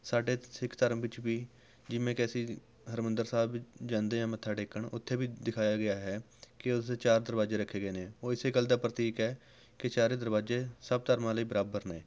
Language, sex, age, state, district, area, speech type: Punjabi, male, 18-30, Punjab, Rupnagar, rural, spontaneous